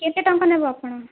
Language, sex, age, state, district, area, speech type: Odia, female, 18-30, Odisha, Malkangiri, urban, conversation